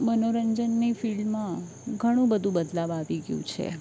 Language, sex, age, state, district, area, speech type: Gujarati, female, 30-45, Gujarat, Valsad, urban, spontaneous